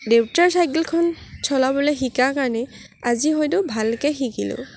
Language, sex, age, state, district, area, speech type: Assamese, female, 30-45, Assam, Lakhimpur, rural, spontaneous